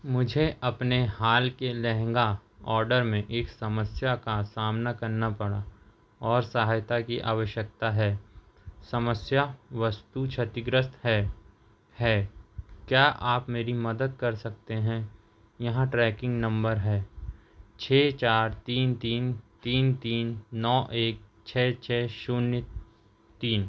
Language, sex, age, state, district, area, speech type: Hindi, male, 30-45, Madhya Pradesh, Seoni, urban, read